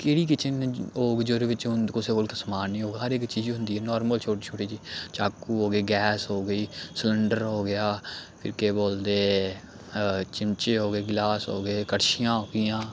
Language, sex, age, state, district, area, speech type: Dogri, male, 18-30, Jammu and Kashmir, Samba, urban, spontaneous